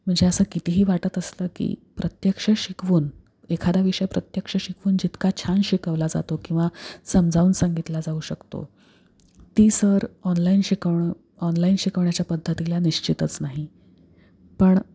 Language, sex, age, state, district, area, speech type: Marathi, female, 30-45, Maharashtra, Pune, urban, spontaneous